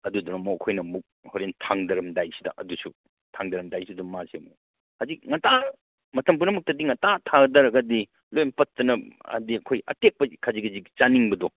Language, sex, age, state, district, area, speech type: Manipuri, male, 30-45, Manipur, Kangpokpi, urban, conversation